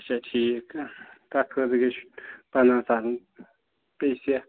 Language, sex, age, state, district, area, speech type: Kashmiri, male, 18-30, Jammu and Kashmir, Ganderbal, rural, conversation